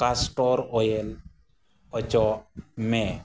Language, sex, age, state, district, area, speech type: Santali, male, 18-30, Jharkhand, East Singhbhum, rural, read